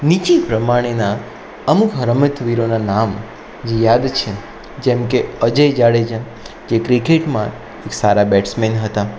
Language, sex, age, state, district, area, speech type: Gujarati, male, 30-45, Gujarat, Anand, urban, spontaneous